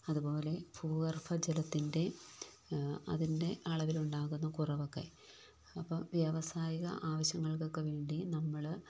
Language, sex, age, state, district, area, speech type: Malayalam, female, 45-60, Kerala, Idukki, rural, spontaneous